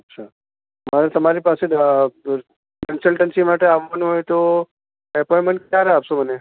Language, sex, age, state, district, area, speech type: Gujarati, male, 60+, Gujarat, Ahmedabad, urban, conversation